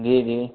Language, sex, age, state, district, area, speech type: Urdu, male, 18-30, Uttar Pradesh, Saharanpur, urban, conversation